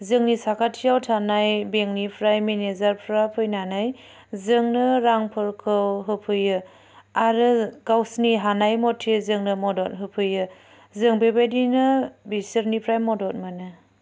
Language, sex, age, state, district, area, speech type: Bodo, female, 30-45, Assam, Chirang, rural, spontaneous